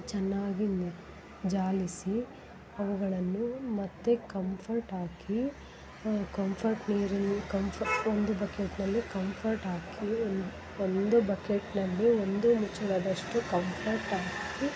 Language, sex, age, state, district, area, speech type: Kannada, female, 30-45, Karnataka, Hassan, urban, spontaneous